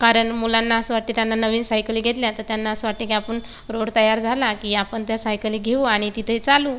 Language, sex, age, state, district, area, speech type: Marathi, female, 18-30, Maharashtra, Buldhana, rural, spontaneous